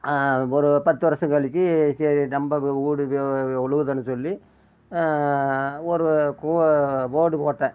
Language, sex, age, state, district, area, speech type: Tamil, male, 60+, Tamil Nadu, Namakkal, rural, spontaneous